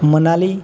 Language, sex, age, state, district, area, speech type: Gujarati, male, 30-45, Gujarat, Narmada, rural, spontaneous